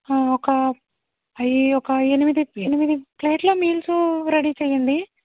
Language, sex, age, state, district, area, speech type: Telugu, female, 45-60, Andhra Pradesh, East Godavari, rural, conversation